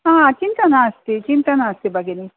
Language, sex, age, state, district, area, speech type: Sanskrit, female, 60+, Karnataka, Dakshina Kannada, urban, conversation